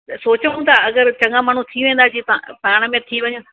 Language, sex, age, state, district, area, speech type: Sindhi, female, 45-60, Uttar Pradesh, Lucknow, urban, conversation